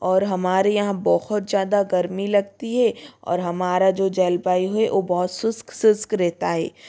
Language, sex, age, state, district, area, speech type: Hindi, female, 18-30, Rajasthan, Jodhpur, rural, spontaneous